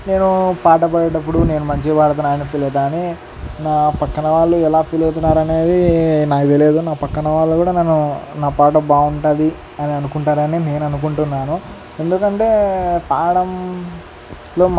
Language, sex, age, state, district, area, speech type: Telugu, male, 18-30, Andhra Pradesh, Sri Satya Sai, urban, spontaneous